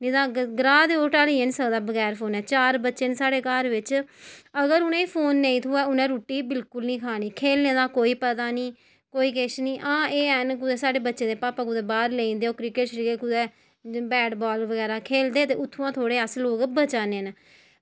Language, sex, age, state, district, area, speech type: Dogri, female, 30-45, Jammu and Kashmir, Samba, rural, spontaneous